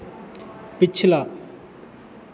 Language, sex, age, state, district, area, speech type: Hindi, male, 30-45, Madhya Pradesh, Hoshangabad, rural, read